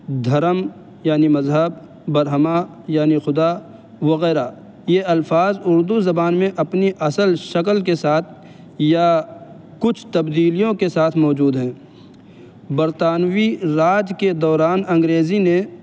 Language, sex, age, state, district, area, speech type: Urdu, male, 18-30, Uttar Pradesh, Saharanpur, urban, spontaneous